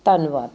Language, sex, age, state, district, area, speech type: Punjabi, female, 45-60, Punjab, Ludhiana, urban, spontaneous